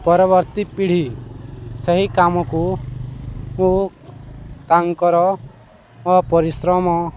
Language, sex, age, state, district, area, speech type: Odia, male, 18-30, Odisha, Balangir, urban, spontaneous